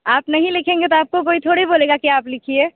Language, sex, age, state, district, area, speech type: Hindi, female, 18-30, Uttar Pradesh, Sonbhadra, rural, conversation